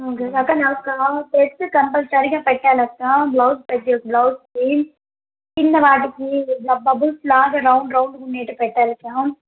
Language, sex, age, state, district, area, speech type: Telugu, female, 30-45, Andhra Pradesh, Kadapa, rural, conversation